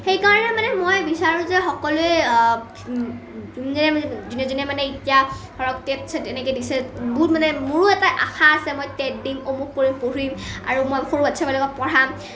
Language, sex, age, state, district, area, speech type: Assamese, female, 18-30, Assam, Nalbari, rural, spontaneous